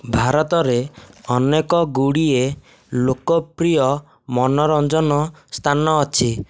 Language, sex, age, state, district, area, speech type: Odia, male, 18-30, Odisha, Nayagarh, rural, spontaneous